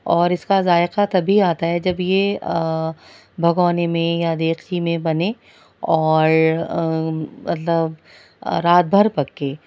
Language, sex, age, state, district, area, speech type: Urdu, female, 30-45, Delhi, South Delhi, rural, spontaneous